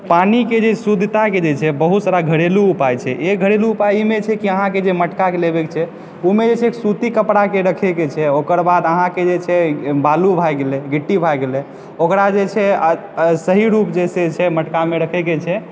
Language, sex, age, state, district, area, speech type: Maithili, male, 18-30, Bihar, Purnia, urban, spontaneous